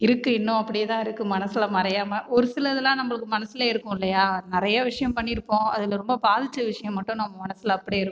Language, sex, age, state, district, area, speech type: Tamil, female, 45-60, Tamil Nadu, Cuddalore, rural, spontaneous